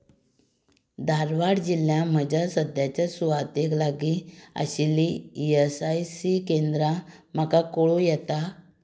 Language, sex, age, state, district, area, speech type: Goan Konkani, female, 45-60, Goa, Tiswadi, rural, read